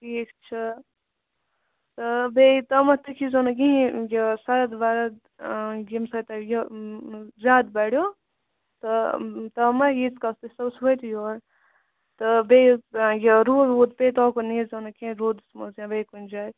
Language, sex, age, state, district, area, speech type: Kashmiri, female, 30-45, Jammu and Kashmir, Kupwara, rural, conversation